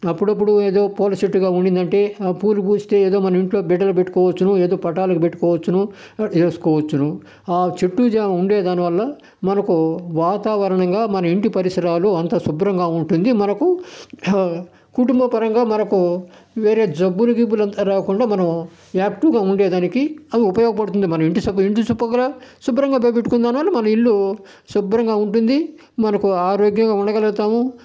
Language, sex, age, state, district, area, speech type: Telugu, male, 60+, Andhra Pradesh, Sri Balaji, urban, spontaneous